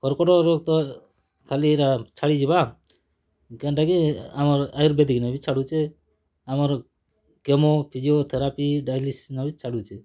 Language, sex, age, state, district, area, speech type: Odia, male, 45-60, Odisha, Kalahandi, rural, spontaneous